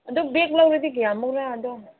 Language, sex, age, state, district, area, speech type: Manipuri, female, 45-60, Manipur, Ukhrul, rural, conversation